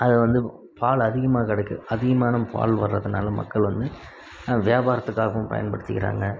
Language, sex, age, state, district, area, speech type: Tamil, male, 45-60, Tamil Nadu, Krishnagiri, rural, spontaneous